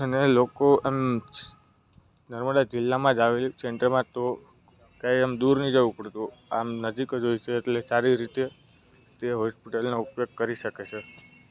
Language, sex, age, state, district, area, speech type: Gujarati, male, 18-30, Gujarat, Narmada, rural, spontaneous